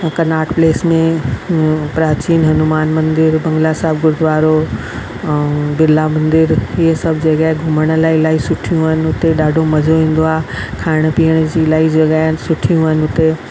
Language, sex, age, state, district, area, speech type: Sindhi, female, 45-60, Delhi, South Delhi, urban, spontaneous